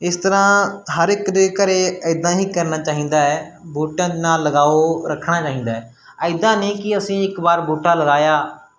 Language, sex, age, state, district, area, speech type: Punjabi, male, 18-30, Punjab, Mansa, rural, spontaneous